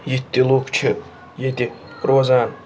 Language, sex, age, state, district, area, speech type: Kashmiri, male, 45-60, Jammu and Kashmir, Srinagar, urban, spontaneous